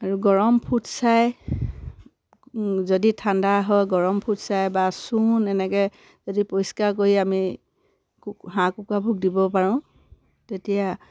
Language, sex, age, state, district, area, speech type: Assamese, female, 30-45, Assam, Sivasagar, rural, spontaneous